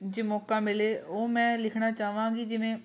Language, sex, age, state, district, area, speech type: Punjabi, female, 30-45, Punjab, Shaheed Bhagat Singh Nagar, urban, spontaneous